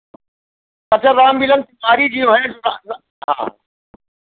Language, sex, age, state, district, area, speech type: Hindi, male, 60+, Uttar Pradesh, Hardoi, rural, conversation